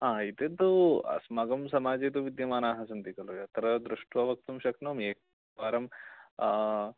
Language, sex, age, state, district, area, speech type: Sanskrit, male, 18-30, Kerala, Idukki, urban, conversation